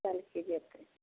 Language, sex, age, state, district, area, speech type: Maithili, female, 45-60, Bihar, Samastipur, rural, conversation